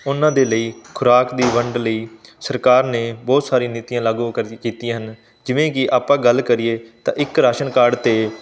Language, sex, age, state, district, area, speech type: Punjabi, male, 18-30, Punjab, Fazilka, rural, spontaneous